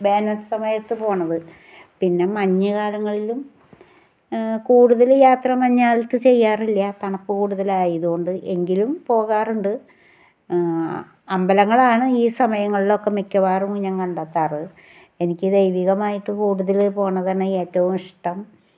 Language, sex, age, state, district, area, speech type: Malayalam, female, 60+, Kerala, Ernakulam, rural, spontaneous